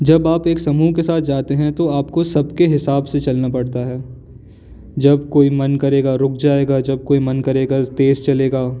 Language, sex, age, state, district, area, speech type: Hindi, male, 18-30, Madhya Pradesh, Jabalpur, urban, spontaneous